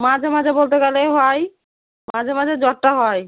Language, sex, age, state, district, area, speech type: Bengali, female, 18-30, West Bengal, Murshidabad, rural, conversation